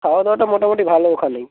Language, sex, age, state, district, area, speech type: Bengali, male, 18-30, West Bengal, Bankura, urban, conversation